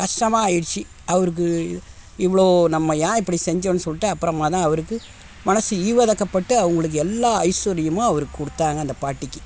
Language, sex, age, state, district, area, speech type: Tamil, female, 60+, Tamil Nadu, Tiruvannamalai, rural, spontaneous